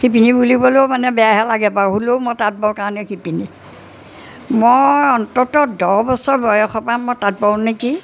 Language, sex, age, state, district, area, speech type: Assamese, female, 60+, Assam, Majuli, rural, spontaneous